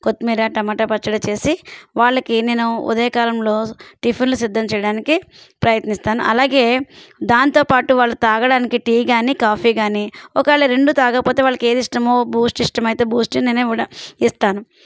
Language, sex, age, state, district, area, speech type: Telugu, female, 45-60, Andhra Pradesh, Eluru, rural, spontaneous